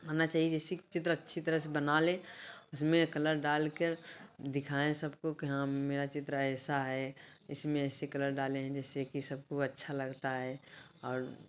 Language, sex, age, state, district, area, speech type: Hindi, female, 45-60, Uttar Pradesh, Bhadohi, urban, spontaneous